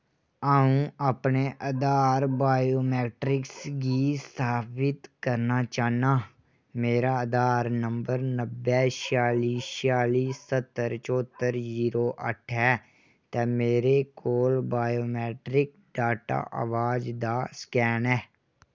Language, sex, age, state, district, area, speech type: Dogri, male, 18-30, Jammu and Kashmir, Kathua, rural, read